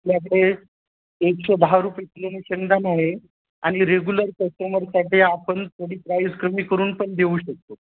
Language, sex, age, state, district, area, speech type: Marathi, male, 30-45, Maharashtra, Nanded, urban, conversation